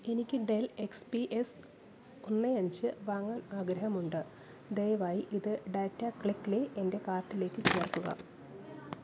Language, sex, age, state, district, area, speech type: Malayalam, female, 30-45, Kerala, Kollam, rural, read